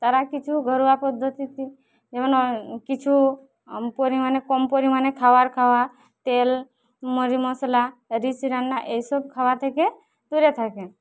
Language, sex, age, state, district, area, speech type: Bengali, female, 18-30, West Bengal, Jhargram, rural, spontaneous